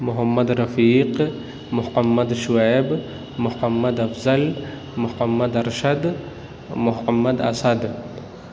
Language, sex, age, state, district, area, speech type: Urdu, male, 18-30, Uttar Pradesh, Lucknow, urban, spontaneous